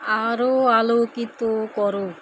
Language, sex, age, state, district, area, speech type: Bengali, female, 30-45, West Bengal, Alipurduar, rural, read